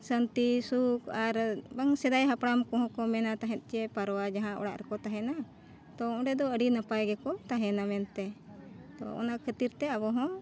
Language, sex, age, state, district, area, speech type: Santali, female, 45-60, Jharkhand, Bokaro, rural, spontaneous